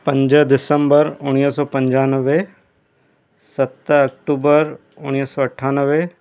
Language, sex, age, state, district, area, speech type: Sindhi, male, 30-45, Gujarat, Surat, urban, spontaneous